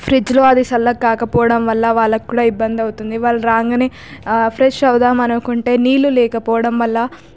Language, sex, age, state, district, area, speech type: Telugu, female, 18-30, Telangana, Hyderabad, urban, spontaneous